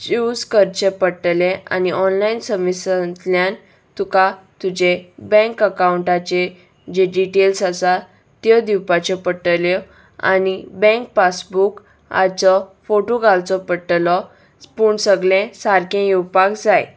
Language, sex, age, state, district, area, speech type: Goan Konkani, female, 18-30, Goa, Salcete, urban, spontaneous